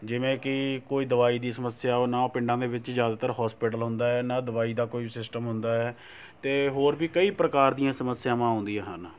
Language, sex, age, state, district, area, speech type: Punjabi, male, 60+, Punjab, Shaheed Bhagat Singh Nagar, rural, spontaneous